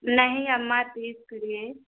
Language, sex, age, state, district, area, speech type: Hindi, female, 30-45, Uttar Pradesh, Chandauli, urban, conversation